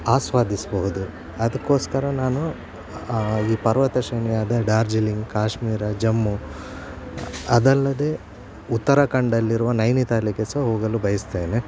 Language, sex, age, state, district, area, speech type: Kannada, male, 45-60, Karnataka, Udupi, rural, spontaneous